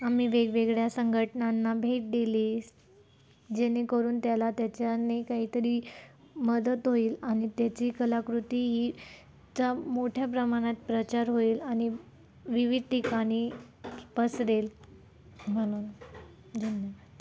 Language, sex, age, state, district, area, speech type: Marathi, female, 18-30, Maharashtra, Nashik, urban, spontaneous